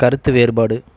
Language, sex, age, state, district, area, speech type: Tamil, male, 30-45, Tamil Nadu, Erode, rural, read